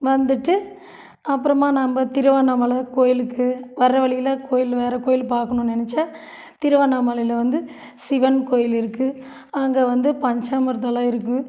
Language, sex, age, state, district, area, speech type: Tamil, female, 45-60, Tamil Nadu, Krishnagiri, rural, spontaneous